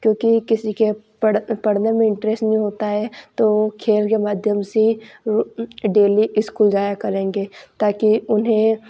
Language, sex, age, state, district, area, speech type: Hindi, female, 18-30, Madhya Pradesh, Ujjain, rural, spontaneous